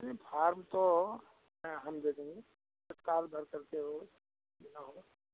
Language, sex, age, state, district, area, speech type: Hindi, male, 60+, Uttar Pradesh, Sitapur, rural, conversation